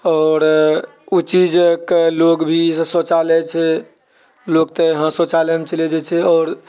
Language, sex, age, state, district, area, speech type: Maithili, male, 60+, Bihar, Purnia, rural, spontaneous